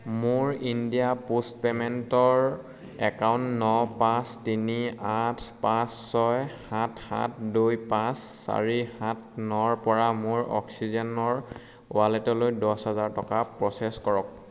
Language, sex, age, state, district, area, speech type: Assamese, male, 18-30, Assam, Sivasagar, rural, read